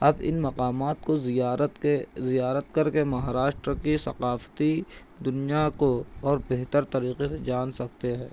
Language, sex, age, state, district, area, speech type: Urdu, male, 18-30, Maharashtra, Nashik, urban, spontaneous